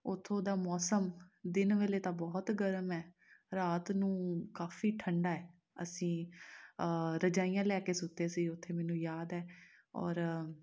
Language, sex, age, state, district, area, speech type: Punjabi, female, 30-45, Punjab, Amritsar, urban, spontaneous